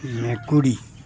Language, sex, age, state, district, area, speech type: Assamese, male, 60+, Assam, Dibrugarh, rural, read